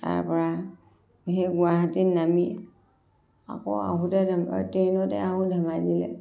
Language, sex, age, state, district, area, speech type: Assamese, female, 45-60, Assam, Dhemaji, urban, spontaneous